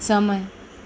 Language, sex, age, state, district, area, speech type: Gujarati, female, 18-30, Gujarat, Ahmedabad, urban, read